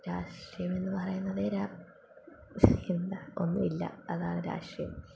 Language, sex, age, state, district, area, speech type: Malayalam, female, 18-30, Kerala, Palakkad, rural, spontaneous